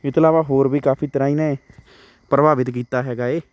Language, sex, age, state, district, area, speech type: Punjabi, male, 18-30, Punjab, Shaheed Bhagat Singh Nagar, urban, spontaneous